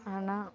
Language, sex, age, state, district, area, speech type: Tamil, female, 45-60, Tamil Nadu, Kallakurichi, urban, spontaneous